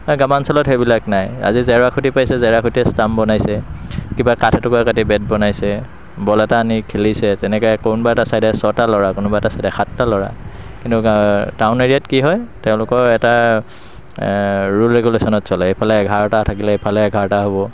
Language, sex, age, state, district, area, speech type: Assamese, male, 30-45, Assam, Sivasagar, rural, spontaneous